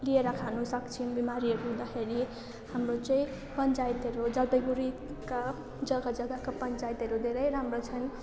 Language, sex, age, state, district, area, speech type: Nepali, female, 18-30, West Bengal, Jalpaiguri, rural, spontaneous